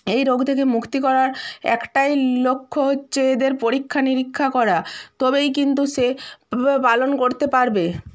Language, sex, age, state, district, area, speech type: Bengali, female, 45-60, West Bengal, Nadia, rural, spontaneous